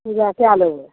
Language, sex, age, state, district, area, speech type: Maithili, female, 45-60, Bihar, Madhepura, rural, conversation